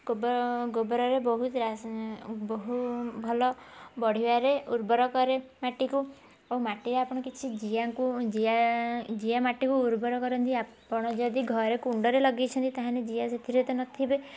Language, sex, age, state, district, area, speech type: Odia, female, 18-30, Odisha, Kendujhar, urban, spontaneous